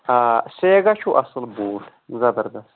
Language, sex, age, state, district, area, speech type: Kashmiri, male, 30-45, Jammu and Kashmir, Kulgam, rural, conversation